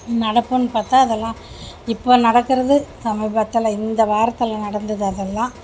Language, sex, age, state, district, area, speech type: Tamil, female, 60+, Tamil Nadu, Mayiladuthurai, rural, spontaneous